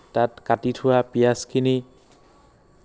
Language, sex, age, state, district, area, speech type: Assamese, male, 30-45, Assam, Dhemaji, rural, spontaneous